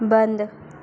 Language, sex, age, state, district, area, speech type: Hindi, female, 30-45, Madhya Pradesh, Bhopal, urban, read